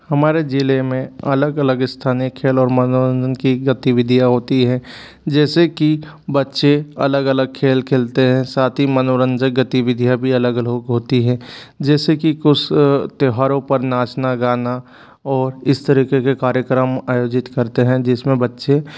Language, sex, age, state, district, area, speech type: Hindi, male, 30-45, Madhya Pradesh, Bhopal, urban, spontaneous